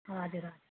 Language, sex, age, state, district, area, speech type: Nepali, female, 45-60, West Bengal, Jalpaiguri, rural, conversation